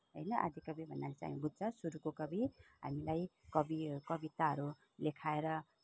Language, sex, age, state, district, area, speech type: Nepali, female, 30-45, West Bengal, Kalimpong, rural, spontaneous